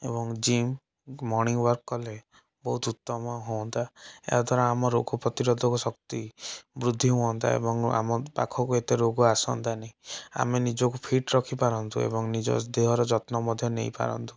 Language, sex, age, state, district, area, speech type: Odia, male, 18-30, Odisha, Cuttack, urban, spontaneous